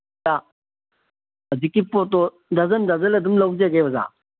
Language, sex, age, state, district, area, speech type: Manipuri, male, 60+, Manipur, Kangpokpi, urban, conversation